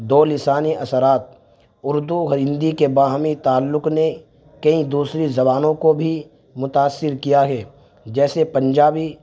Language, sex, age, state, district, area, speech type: Urdu, male, 18-30, Uttar Pradesh, Saharanpur, urban, spontaneous